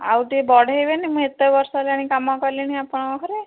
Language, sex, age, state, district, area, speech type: Odia, female, 30-45, Odisha, Bhadrak, rural, conversation